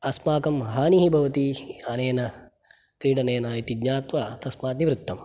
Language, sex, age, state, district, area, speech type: Sanskrit, male, 30-45, Karnataka, Udupi, urban, spontaneous